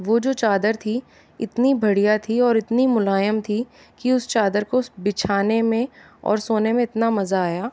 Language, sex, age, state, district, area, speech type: Hindi, female, 45-60, Rajasthan, Jaipur, urban, spontaneous